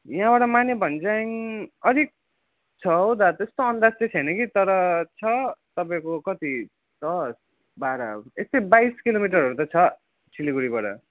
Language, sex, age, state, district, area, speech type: Nepali, male, 18-30, West Bengal, Darjeeling, rural, conversation